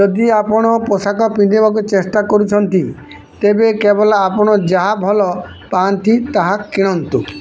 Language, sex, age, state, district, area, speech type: Odia, male, 60+, Odisha, Bargarh, urban, read